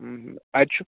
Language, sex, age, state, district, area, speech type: Kashmiri, male, 30-45, Jammu and Kashmir, Baramulla, rural, conversation